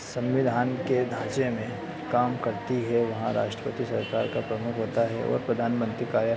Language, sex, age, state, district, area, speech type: Hindi, male, 30-45, Madhya Pradesh, Harda, urban, spontaneous